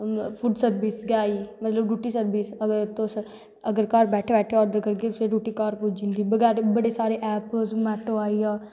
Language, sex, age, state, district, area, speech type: Dogri, female, 18-30, Jammu and Kashmir, Udhampur, rural, spontaneous